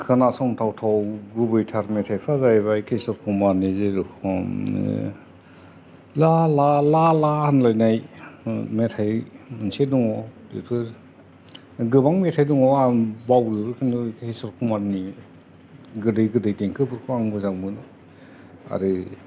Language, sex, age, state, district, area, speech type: Bodo, male, 60+, Assam, Kokrajhar, urban, spontaneous